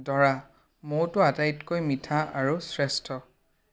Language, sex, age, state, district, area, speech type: Assamese, male, 18-30, Assam, Biswanath, rural, read